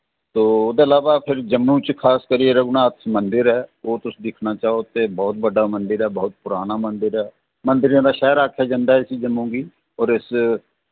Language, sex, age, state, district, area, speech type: Dogri, male, 45-60, Jammu and Kashmir, Jammu, urban, conversation